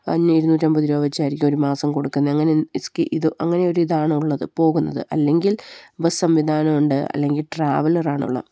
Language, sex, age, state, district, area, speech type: Malayalam, female, 30-45, Kerala, Palakkad, rural, spontaneous